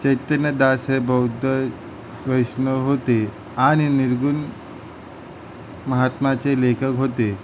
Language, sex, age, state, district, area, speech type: Marathi, male, 18-30, Maharashtra, Mumbai City, urban, read